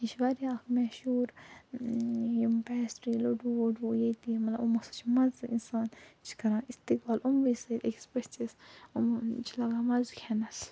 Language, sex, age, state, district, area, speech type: Kashmiri, female, 45-60, Jammu and Kashmir, Ganderbal, urban, spontaneous